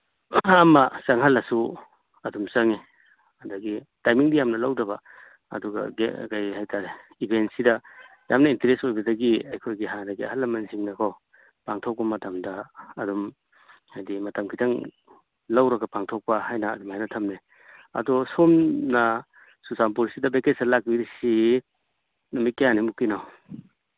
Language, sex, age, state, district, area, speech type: Manipuri, male, 45-60, Manipur, Churachandpur, rural, conversation